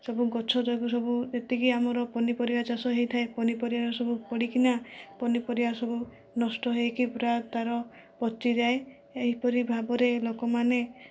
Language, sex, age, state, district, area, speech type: Odia, female, 45-60, Odisha, Kandhamal, rural, spontaneous